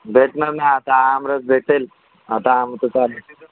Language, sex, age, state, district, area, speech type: Marathi, male, 30-45, Maharashtra, Yavatmal, urban, conversation